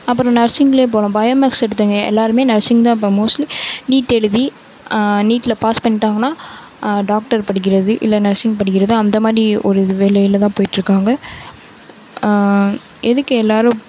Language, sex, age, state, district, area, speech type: Tamil, female, 18-30, Tamil Nadu, Sivaganga, rural, spontaneous